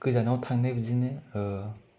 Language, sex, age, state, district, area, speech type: Bodo, male, 18-30, Assam, Kokrajhar, rural, spontaneous